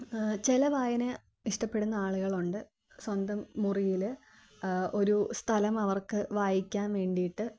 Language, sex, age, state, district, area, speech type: Malayalam, female, 18-30, Kerala, Thiruvananthapuram, urban, spontaneous